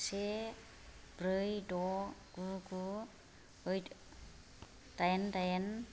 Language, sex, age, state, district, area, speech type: Bodo, female, 45-60, Assam, Kokrajhar, rural, read